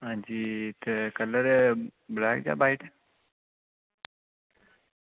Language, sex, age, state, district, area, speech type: Dogri, male, 18-30, Jammu and Kashmir, Samba, rural, conversation